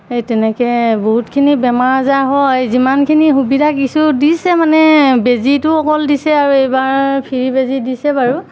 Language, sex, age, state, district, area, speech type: Assamese, female, 45-60, Assam, Golaghat, urban, spontaneous